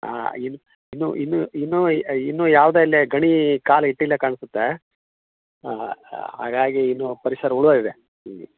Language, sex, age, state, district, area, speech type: Kannada, male, 60+, Karnataka, Koppal, rural, conversation